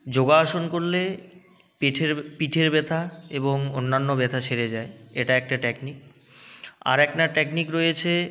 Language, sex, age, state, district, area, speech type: Bengali, male, 18-30, West Bengal, Jalpaiguri, rural, spontaneous